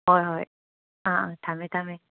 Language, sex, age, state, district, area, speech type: Manipuri, female, 45-60, Manipur, Imphal West, urban, conversation